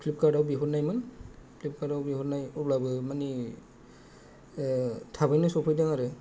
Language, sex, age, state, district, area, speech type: Bodo, male, 30-45, Assam, Kokrajhar, rural, spontaneous